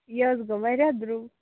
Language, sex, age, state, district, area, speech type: Kashmiri, female, 18-30, Jammu and Kashmir, Baramulla, rural, conversation